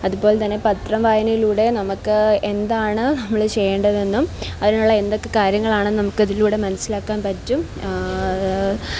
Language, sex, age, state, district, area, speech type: Malayalam, female, 18-30, Kerala, Kollam, rural, spontaneous